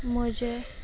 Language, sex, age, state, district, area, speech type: Goan Konkani, female, 18-30, Goa, Salcete, rural, read